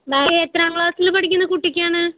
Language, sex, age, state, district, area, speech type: Malayalam, female, 30-45, Kerala, Ernakulam, rural, conversation